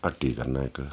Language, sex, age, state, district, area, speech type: Dogri, male, 45-60, Jammu and Kashmir, Udhampur, rural, spontaneous